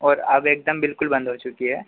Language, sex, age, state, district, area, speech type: Hindi, male, 30-45, Madhya Pradesh, Harda, urban, conversation